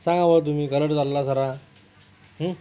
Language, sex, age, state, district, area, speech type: Marathi, male, 30-45, Maharashtra, Akola, rural, spontaneous